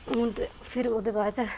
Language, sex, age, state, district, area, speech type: Dogri, female, 18-30, Jammu and Kashmir, Kathua, rural, spontaneous